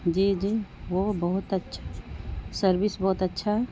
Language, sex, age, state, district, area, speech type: Urdu, female, 45-60, Bihar, Gaya, urban, spontaneous